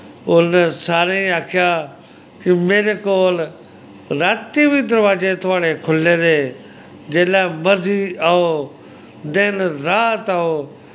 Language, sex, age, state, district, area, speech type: Dogri, male, 45-60, Jammu and Kashmir, Samba, rural, spontaneous